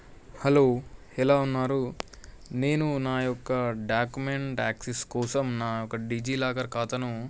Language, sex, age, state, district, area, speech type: Telugu, male, 18-30, Telangana, Medak, rural, spontaneous